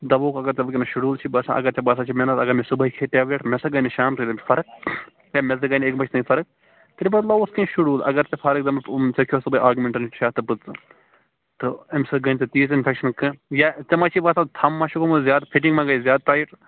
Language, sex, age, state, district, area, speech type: Kashmiri, male, 30-45, Jammu and Kashmir, Baramulla, rural, conversation